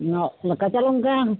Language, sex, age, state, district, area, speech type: Bengali, male, 30-45, West Bengal, Uttar Dinajpur, urban, conversation